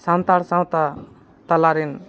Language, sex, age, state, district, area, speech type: Santali, male, 45-60, Jharkhand, East Singhbhum, rural, spontaneous